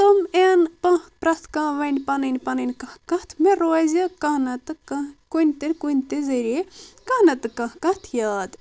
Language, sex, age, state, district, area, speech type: Kashmiri, female, 18-30, Jammu and Kashmir, Budgam, rural, spontaneous